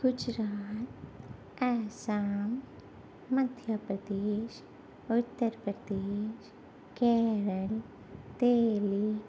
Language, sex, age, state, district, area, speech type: Urdu, female, 30-45, Delhi, Central Delhi, urban, spontaneous